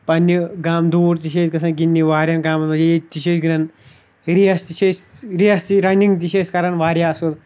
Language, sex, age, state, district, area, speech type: Kashmiri, male, 18-30, Jammu and Kashmir, Kulgam, rural, spontaneous